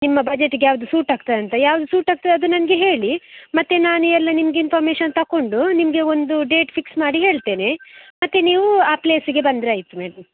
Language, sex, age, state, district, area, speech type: Kannada, female, 18-30, Karnataka, Udupi, rural, conversation